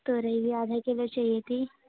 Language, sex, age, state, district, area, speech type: Urdu, female, 18-30, Uttar Pradesh, Gautam Buddha Nagar, urban, conversation